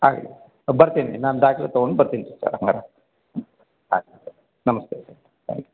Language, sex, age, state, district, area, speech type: Kannada, male, 45-60, Karnataka, Koppal, rural, conversation